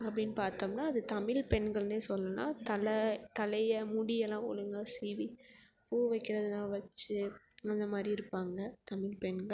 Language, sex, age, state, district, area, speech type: Tamil, female, 18-30, Tamil Nadu, Perambalur, rural, spontaneous